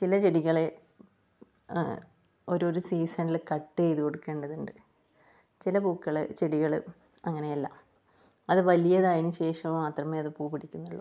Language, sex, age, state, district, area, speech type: Malayalam, female, 30-45, Kerala, Kasaragod, rural, spontaneous